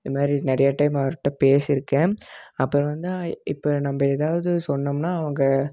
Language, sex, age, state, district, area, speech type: Tamil, male, 18-30, Tamil Nadu, Namakkal, rural, spontaneous